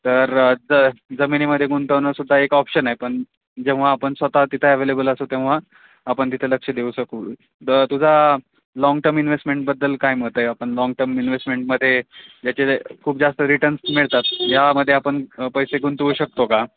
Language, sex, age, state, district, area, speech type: Marathi, male, 18-30, Maharashtra, Nanded, rural, conversation